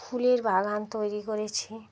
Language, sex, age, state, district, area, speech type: Bengali, female, 45-60, West Bengal, Hooghly, urban, spontaneous